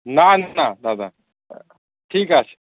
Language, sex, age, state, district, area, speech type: Bengali, male, 30-45, West Bengal, Paschim Medinipur, rural, conversation